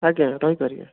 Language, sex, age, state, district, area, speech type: Odia, male, 18-30, Odisha, Jajpur, rural, conversation